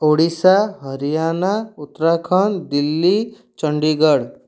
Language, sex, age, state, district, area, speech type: Odia, male, 30-45, Odisha, Ganjam, urban, spontaneous